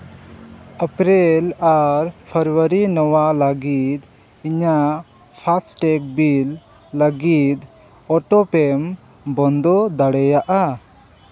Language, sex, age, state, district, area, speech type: Santali, male, 30-45, Jharkhand, Seraikela Kharsawan, rural, read